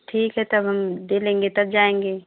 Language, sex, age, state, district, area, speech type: Hindi, female, 30-45, Uttar Pradesh, Prayagraj, rural, conversation